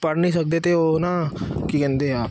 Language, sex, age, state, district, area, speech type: Punjabi, male, 30-45, Punjab, Amritsar, urban, spontaneous